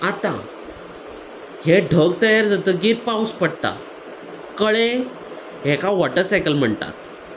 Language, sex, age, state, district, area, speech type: Goan Konkani, male, 30-45, Goa, Salcete, urban, spontaneous